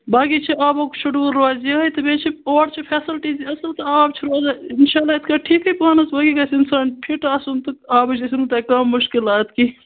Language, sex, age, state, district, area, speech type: Kashmiri, female, 30-45, Jammu and Kashmir, Kupwara, rural, conversation